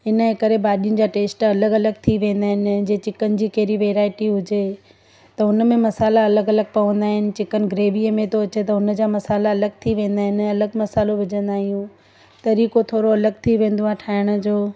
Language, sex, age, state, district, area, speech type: Sindhi, female, 30-45, Gujarat, Surat, urban, spontaneous